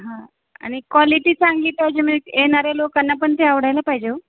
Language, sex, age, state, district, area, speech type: Marathi, female, 30-45, Maharashtra, Osmanabad, rural, conversation